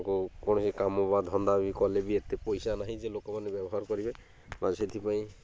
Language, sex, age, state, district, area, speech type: Odia, male, 30-45, Odisha, Malkangiri, urban, spontaneous